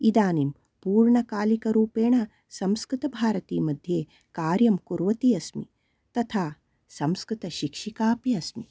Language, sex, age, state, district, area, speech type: Sanskrit, female, 45-60, Karnataka, Mysore, urban, spontaneous